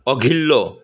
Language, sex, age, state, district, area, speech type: Nepali, male, 30-45, West Bengal, Kalimpong, rural, read